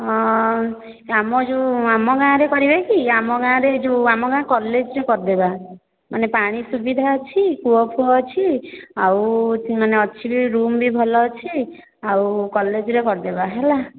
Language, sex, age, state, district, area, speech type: Odia, female, 60+, Odisha, Dhenkanal, rural, conversation